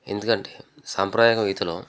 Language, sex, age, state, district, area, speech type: Telugu, male, 30-45, Telangana, Jangaon, rural, spontaneous